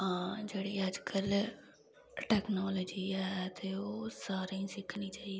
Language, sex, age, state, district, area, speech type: Dogri, female, 45-60, Jammu and Kashmir, Reasi, rural, spontaneous